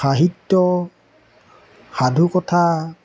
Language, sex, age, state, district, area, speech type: Assamese, male, 45-60, Assam, Golaghat, urban, spontaneous